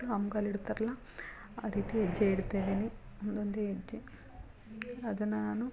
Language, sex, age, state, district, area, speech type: Kannada, female, 30-45, Karnataka, Hassan, rural, spontaneous